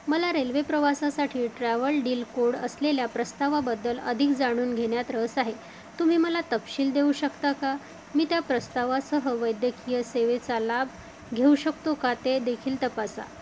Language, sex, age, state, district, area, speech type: Marathi, female, 45-60, Maharashtra, Amravati, urban, read